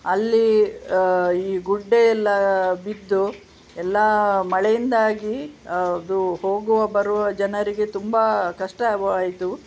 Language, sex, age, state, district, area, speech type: Kannada, female, 60+, Karnataka, Udupi, rural, spontaneous